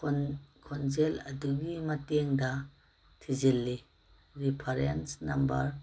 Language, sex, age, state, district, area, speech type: Manipuri, female, 45-60, Manipur, Kangpokpi, urban, read